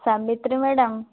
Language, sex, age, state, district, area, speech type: Odia, female, 30-45, Odisha, Boudh, rural, conversation